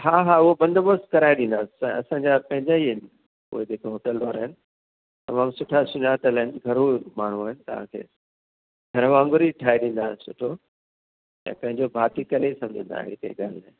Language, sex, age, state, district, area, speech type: Sindhi, male, 60+, Maharashtra, Thane, urban, conversation